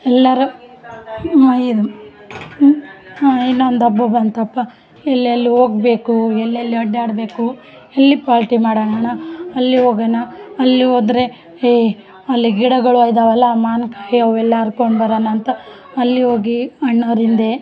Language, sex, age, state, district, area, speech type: Kannada, female, 45-60, Karnataka, Vijayanagara, rural, spontaneous